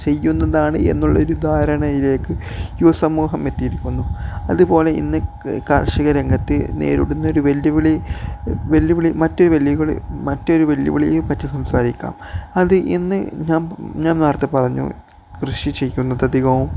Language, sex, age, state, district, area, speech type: Malayalam, male, 18-30, Kerala, Kozhikode, rural, spontaneous